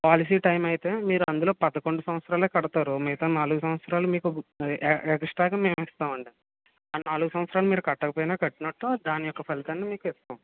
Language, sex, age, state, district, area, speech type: Telugu, male, 30-45, Andhra Pradesh, Kakinada, rural, conversation